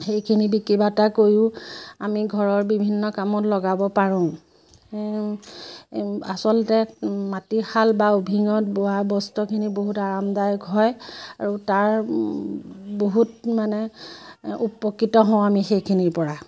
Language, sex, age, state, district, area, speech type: Assamese, female, 30-45, Assam, Majuli, urban, spontaneous